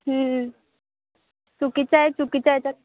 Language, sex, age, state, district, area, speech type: Marathi, female, 18-30, Maharashtra, Wardha, urban, conversation